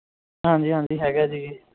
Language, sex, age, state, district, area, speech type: Punjabi, male, 18-30, Punjab, Mohali, urban, conversation